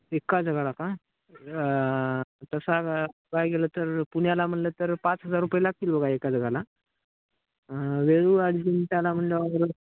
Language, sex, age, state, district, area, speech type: Marathi, male, 18-30, Maharashtra, Nanded, rural, conversation